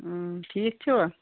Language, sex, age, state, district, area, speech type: Kashmiri, female, 30-45, Jammu and Kashmir, Kulgam, rural, conversation